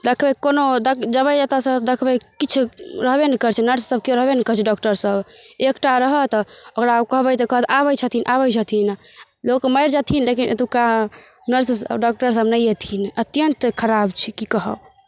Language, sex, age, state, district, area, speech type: Maithili, female, 18-30, Bihar, Darbhanga, rural, spontaneous